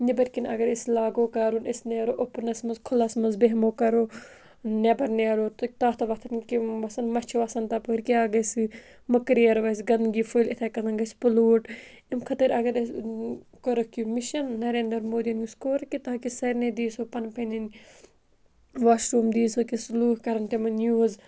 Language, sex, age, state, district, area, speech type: Kashmiri, female, 18-30, Jammu and Kashmir, Kupwara, rural, spontaneous